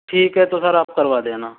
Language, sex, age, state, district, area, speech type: Hindi, male, 45-60, Rajasthan, Karauli, rural, conversation